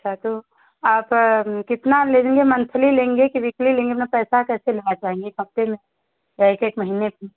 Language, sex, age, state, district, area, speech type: Hindi, female, 30-45, Uttar Pradesh, Chandauli, rural, conversation